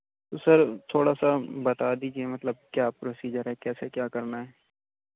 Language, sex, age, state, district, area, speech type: Urdu, male, 18-30, Uttar Pradesh, Aligarh, urban, conversation